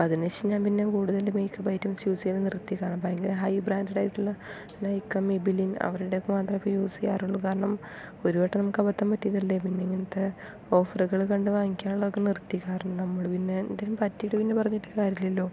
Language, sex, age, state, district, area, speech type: Malayalam, female, 18-30, Kerala, Palakkad, rural, spontaneous